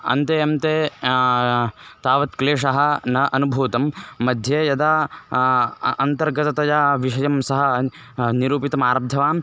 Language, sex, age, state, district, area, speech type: Sanskrit, male, 18-30, Karnataka, Bellary, rural, spontaneous